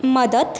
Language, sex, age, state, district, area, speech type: Marathi, female, 18-30, Maharashtra, Washim, rural, read